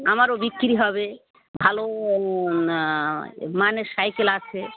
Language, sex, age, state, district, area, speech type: Bengali, female, 45-60, West Bengal, Darjeeling, urban, conversation